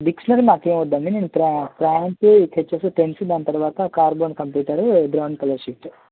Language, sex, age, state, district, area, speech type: Telugu, male, 18-30, Telangana, Nalgonda, rural, conversation